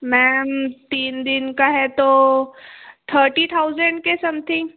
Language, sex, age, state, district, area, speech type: Hindi, female, 18-30, Madhya Pradesh, Betul, urban, conversation